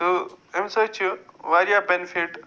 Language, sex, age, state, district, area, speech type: Kashmiri, male, 45-60, Jammu and Kashmir, Budgam, urban, spontaneous